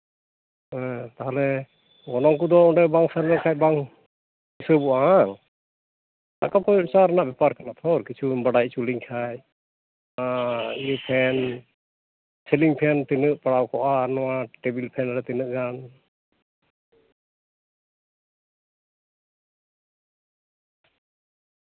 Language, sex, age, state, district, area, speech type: Santali, male, 45-60, West Bengal, Malda, rural, conversation